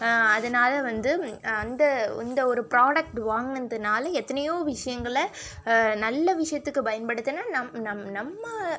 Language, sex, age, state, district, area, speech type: Tamil, female, 18-30, Tamil Nadu, Sivaganga, rural, spontaneous